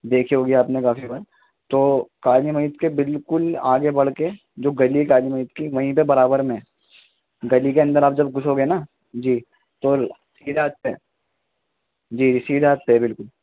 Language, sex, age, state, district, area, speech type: Urdu, male, 18-30, Delhi, East Delhi, urban, conversation